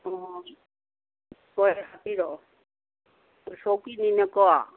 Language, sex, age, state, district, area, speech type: Manipuri, female, 60+, Manipur, Kangpokpi, urban, conversation